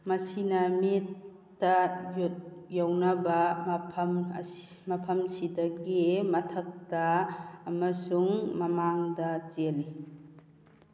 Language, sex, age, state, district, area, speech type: Manipuri, female, 45-60, Manipur, Kakching, rural, read